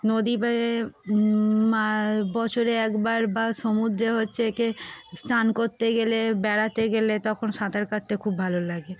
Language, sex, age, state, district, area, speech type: Bengali, female, 18-30, West Bengal, Darjeeling, urban, spontaneous